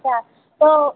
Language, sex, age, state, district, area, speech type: Hindi, female, 18-30, Madhya Pradesh, Harda, urban, conversation